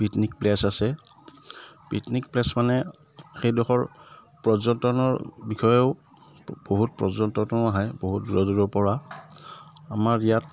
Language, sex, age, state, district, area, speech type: Assamese, male, 45-60, Assam, Udalguri, rural, spontaneous